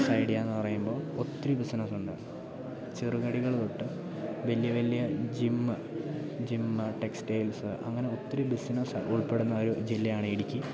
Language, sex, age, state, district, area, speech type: Malayalam, male, 18-30, Kerala, Idukki, rural, spontaneous